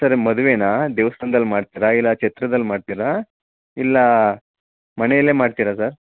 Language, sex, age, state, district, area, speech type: Kannada, male, 30-45, Karnataka, Chamarajanagar, rural, conversation